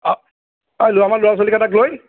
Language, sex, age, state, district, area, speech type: Assamese, male, 45-60, Assam, Sonitpur, urban, conversation